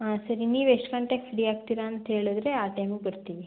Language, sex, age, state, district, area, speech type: Kannada, female, 18-30, Karnataka, Mandya, rural, conversation